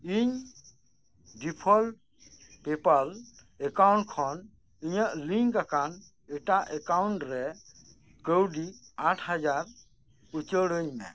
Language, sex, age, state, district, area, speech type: Santali, male, 45-60, West Bengal, Birbhum, rural, read